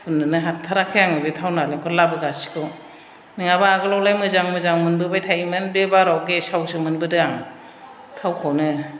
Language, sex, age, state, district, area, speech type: Bodo, female, 60+, Assam, Chirang, urban, spontaneous